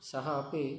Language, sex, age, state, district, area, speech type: Sanskrit, male, 60+, Telangana, Nalgonda, urban, spontaneous